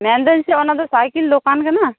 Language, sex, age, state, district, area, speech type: Santali, female, 18-30, West Bengal, Malda, rural, conversation